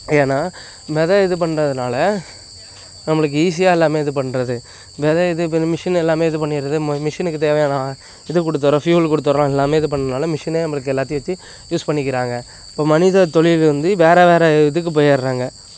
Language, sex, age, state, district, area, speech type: Tamil, male, 18-30, Tamil Nadu, Nagapattinam, urban, spontaneous